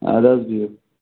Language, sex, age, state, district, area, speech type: Kashmiri, male, 18-30, Jammu and Kashmir, Pulwama, rural, conversation